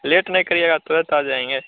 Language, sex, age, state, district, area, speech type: Hindi, male, 18-30, Bihar, Begusarai, rural, conversation